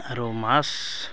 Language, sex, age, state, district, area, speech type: Assamese, male, 30-45, Assam, Barpeta, rural, spontaneous